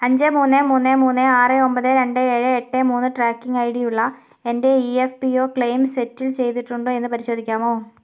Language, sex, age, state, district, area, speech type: Malayalam, female, 45-60, Kerala, Kozhikode, urban, read